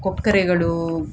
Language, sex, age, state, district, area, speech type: Kannada, female, 60+, Karnataka, Udupi, rural, spontaneous